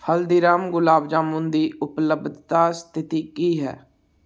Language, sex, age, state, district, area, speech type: Punjabi, male, 18-30, Punjab, Gurdaspur, urban, read